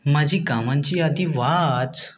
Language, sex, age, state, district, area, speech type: Marathi, male, 30-45, Maharashtra, Gadchiroli, rural, read